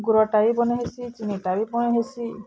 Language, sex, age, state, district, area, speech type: Odia, female, 45-60, Odisha, Bargarh, urban, spontaneous